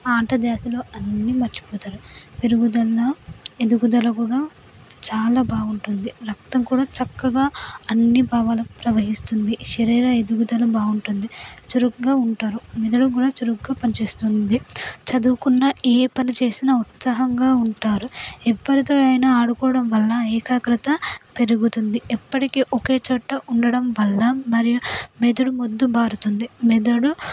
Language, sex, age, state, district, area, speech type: Telugu, female, 18-30, Telangana, Vikarabad, rural, spontaneous